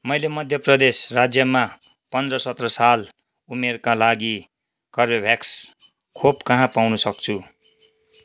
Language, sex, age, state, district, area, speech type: Nepali, male, 45-60, West Bengal, Kalimpong, rural, read